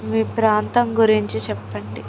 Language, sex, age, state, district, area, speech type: Telugu, female, 30-45, Andhra Pradesh, Palnadu, rural, spontaneous